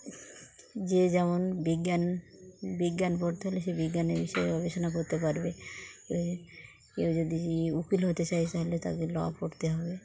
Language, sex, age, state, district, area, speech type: Bengali, female, 45-60, West Bengal, Dakshin Dinajpur, urban, spontaneous